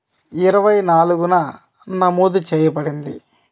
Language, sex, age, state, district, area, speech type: Telugu, male, 30-45, Andhra Pradesh, Kadapa, rural, spontaneous